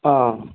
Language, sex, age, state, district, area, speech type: Malayalam, male, 18-30, Kerala, Kottayam, rural, conversation